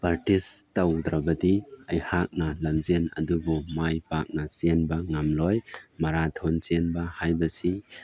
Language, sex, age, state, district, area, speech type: Manipuri, male, 30-45, Manipur, Tengnoupal, rural, spontaneous